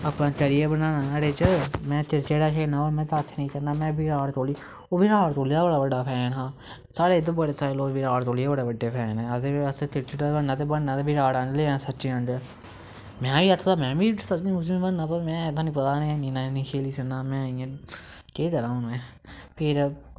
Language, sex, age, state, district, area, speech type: Dogri, male, 18-30, Jammu and Kashmir, Samba, rural, spontaneous